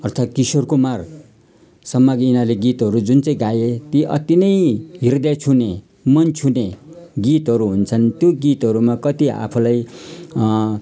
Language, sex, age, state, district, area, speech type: Nepali, male, 60+, West Bengal, Jalpaiguri, urban, spontaneous